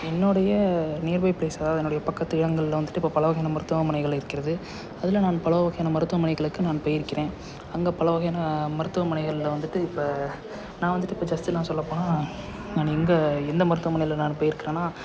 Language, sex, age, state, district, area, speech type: Tamil, male, 18-30, Tamil Nadu, Salem, urban, spontaneous